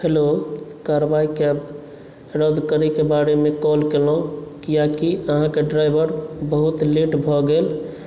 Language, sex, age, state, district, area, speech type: Maithili, male, 18-30, Bihar, Madhubani, rural, spontaneous